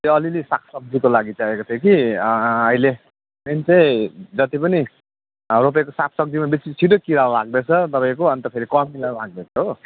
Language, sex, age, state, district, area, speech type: Nepali, male, 30-45, West Bengal, Kalimpong, rural, conversation